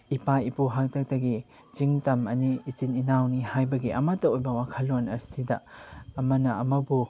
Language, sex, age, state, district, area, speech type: Manipuri, male, 30-45, Manipur, Chandel, rural, spontaneous